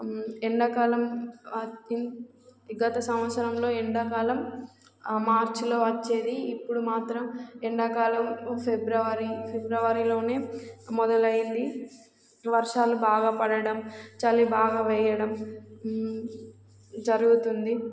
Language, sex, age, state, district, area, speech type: Telugu, female, 18-30, Telangana, Warangal, rural, spontaneous